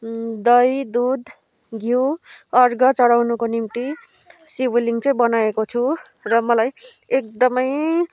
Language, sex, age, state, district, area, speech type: Nepali, female, 60+, West Bengal, Darjeeling, rural, spontaneous